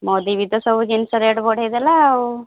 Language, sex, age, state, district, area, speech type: Odia, female, 18-30, Odisha, Mayurbhanj, rural, conversation